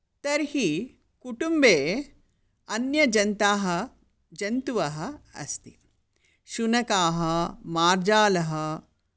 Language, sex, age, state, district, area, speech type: Sanskrit, female, 60+, Karnataka, Bangalore Urban, urban, spontaneous